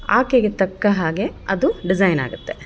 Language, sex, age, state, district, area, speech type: Kannada, female, 30-45, Karnataka, Bellary, rural, spontaneous